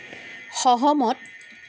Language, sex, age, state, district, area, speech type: Assamese, female, 45-60, Assam, Dibrugarh, rural, read